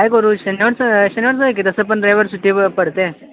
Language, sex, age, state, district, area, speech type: Marathi, male, 18-30, Maharashtra, Sangli, rural, conversation